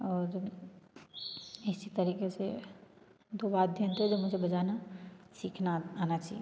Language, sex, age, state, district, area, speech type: Hindi, female, 18-30, Madhya Pradesh, Ujjain, rural, spontaneous